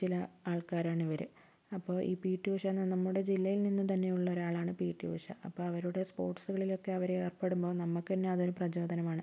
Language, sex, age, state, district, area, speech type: Malayalam, female, 18-30, Kerala, Kozhikode, urban, spontaneous